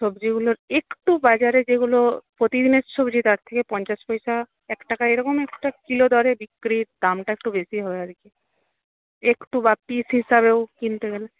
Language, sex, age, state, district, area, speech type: Bengali, female, 45-60, West Bengal, Jhargram, rural, conversation